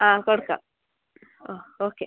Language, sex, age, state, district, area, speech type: Malayalam, female, 18-30, Kerala, Kasaragod, rural, conversation